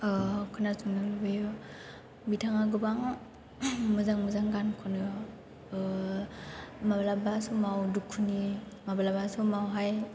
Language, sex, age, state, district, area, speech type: Bodo, female, 18-30, Assam, Chirang, rural, spontaneous